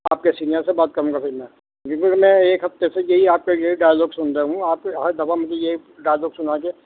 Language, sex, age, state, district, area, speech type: Urdu, male, 45-60, Delhi, Central Delhi, urban, conversation